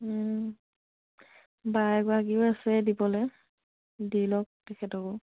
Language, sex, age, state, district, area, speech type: Assamese, female, 18-30, Assam, Lakhimpur, rural, conversation